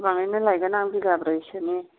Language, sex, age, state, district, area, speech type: Bodo, female, 45-60, Assam, Chirang, rural, conversation